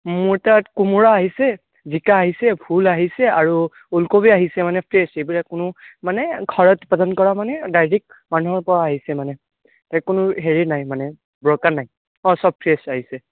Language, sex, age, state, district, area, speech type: Assamese, male, 18-30, Assam, Barpeta, rural, conversation